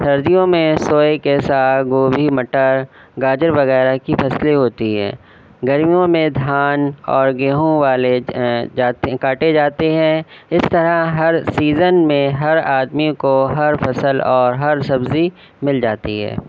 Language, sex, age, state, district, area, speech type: Urdu, male, 30-45, Uttar Pradesh, Shahjahanpur, urban, spontaneous